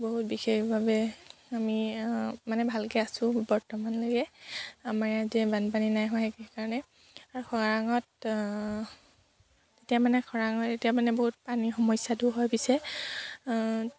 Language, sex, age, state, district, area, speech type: Assamese, female, 18-30, Assam, Sivasagar, rural, spontaneous